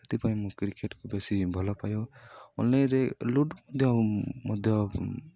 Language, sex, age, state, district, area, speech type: Odia, male, 18-30, Odisha, Balangir, urban, spontaneous